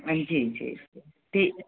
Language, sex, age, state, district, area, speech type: Hindi, female, 60+, Madhya Pradesh, Balaghat, rural, conversation